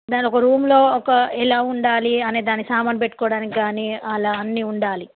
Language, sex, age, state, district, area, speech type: Telugu, female, 30-45, Telangana, Karimnagar, rural, conversation